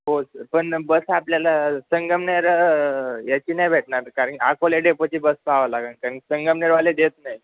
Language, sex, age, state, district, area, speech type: Marathi, male, 18-30, Maharashtra, Ahmednagar, rural, conversation